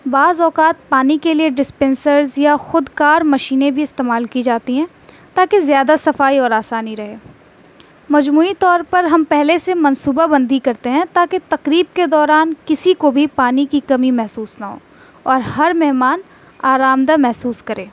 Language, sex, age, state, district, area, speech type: Urdu, female, 18-30, Delhi, North East Delhi, urban, spontaneous